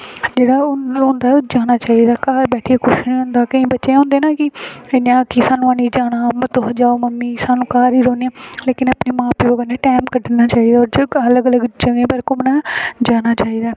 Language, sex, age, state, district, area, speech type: Dogri, female, 18-30, Jammu and Kashmir, Samba, rural, spontaneous